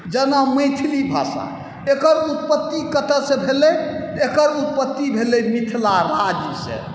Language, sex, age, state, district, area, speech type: Maithili, male, 45-60, Bihar, Saharsa, rural, spontaneous